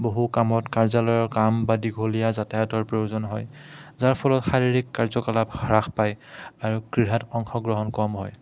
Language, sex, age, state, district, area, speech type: Assamese, male, 30-45, Assam, Udalguri, rural, spontaneous